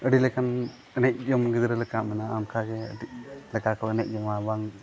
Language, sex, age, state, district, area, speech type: Santali, male, 45-60, Odisha, Mayurbhanj, rural, spontaneous